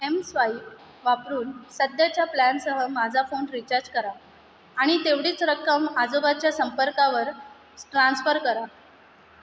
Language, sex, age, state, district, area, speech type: Marathi, female, 30-45, Maharashtra, Mumbai Suburban, urban, read